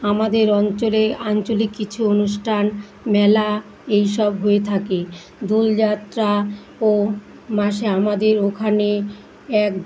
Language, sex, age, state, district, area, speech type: Bengali, female, 45-60, West Bengal, Kolkata, urban, spontaneous